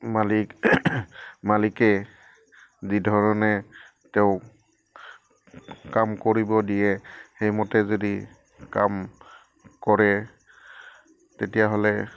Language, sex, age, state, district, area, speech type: Assamese, male, 45-60, Assam, Udalguri, rural, spontaneous